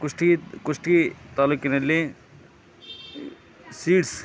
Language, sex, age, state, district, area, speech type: Kannada, male, 45-60, Karnataka, Koppal, rural, spontaneous